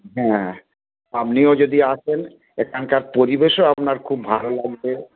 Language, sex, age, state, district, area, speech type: Bengali, male, 45-60, West Bengal, Dakshin Dinajpur, rural, conversation